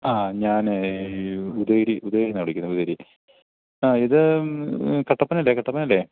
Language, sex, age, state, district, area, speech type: Malayalam, male, 45-60, Kerala, Idukki, rural, conversation